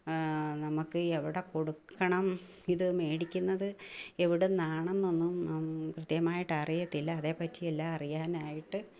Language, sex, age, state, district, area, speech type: Malayalam, female, 45-60, Kerala, Kottayam, rural, spontaneous